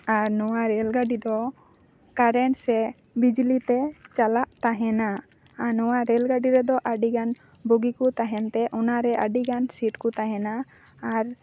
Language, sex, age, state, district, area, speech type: Santali, female, 18-30, West Bengal, Paschim Bardhaman, rural, spontaneous